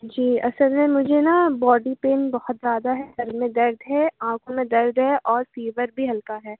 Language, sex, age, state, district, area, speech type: Urdu, female, 45-60, Uttar Pradesh, Aligarh, urban, conversation